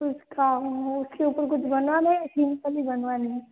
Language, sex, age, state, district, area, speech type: Hindi, female, 18-30, Rajasthan, Jodhpur, urban, conversation